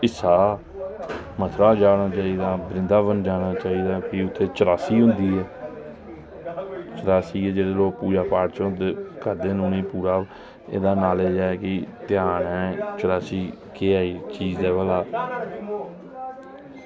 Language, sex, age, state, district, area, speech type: Dogri, male, 30-45, Jammu and Kashmir, Reasi, rural, spontaneous